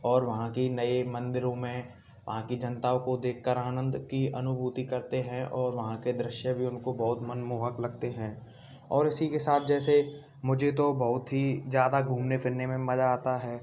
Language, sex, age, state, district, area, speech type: Hindi, male, 18-30, Rajasthan, Bharatpur, urban, spontaneous